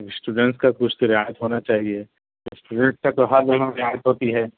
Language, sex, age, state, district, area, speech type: Urdu, female, 18-30, Bihar, Gaya, urban, conversation